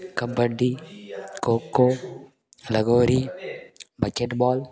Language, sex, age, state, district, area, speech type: Sanskrit, male, 18-30, Karnataka, Haveri, urban, spontaneous